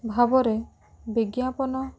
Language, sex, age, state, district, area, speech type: Odia, female, 18-30, Odisha, Rayagada, rural, spontaneous